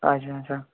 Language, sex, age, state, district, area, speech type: Kashmiri, female, 18-30, Jammu and Kashmir, Baramulla, rural, conversation